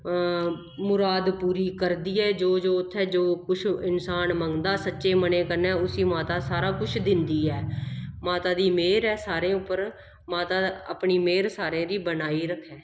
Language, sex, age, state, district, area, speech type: Dogri, female, 30-45, Jammu and Kashmir, Kathua, rural, spontaneous